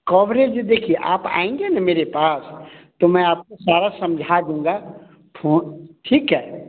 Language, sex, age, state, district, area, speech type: Hindi, male, 45-60, Bihar, Samastipur, rural, conversation